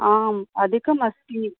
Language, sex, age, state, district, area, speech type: Sanskrit, female, 45-60, Karnataka, Bangalore Urban, urban, conversation